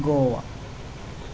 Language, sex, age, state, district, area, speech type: Malayalam, male, 18-30, Kerala, Kollam, rural, spontaneous